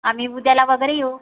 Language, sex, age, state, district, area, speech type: Marathi, female, 30-45, Maharashtra, Nagpur, rural, conversation